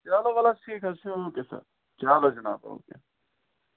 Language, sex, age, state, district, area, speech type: Kashmiri, male, 18-30, Jammu and Kashmir, Budgam, rural, conversation